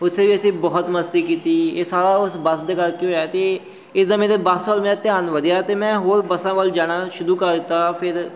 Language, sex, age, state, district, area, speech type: Punjabi, male, 30-45, Punjab, Amritsar, urban, spontaneous